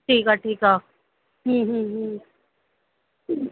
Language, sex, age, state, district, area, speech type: Sindhi, female, 30-45, Delhi, South Delhi, urban, conversation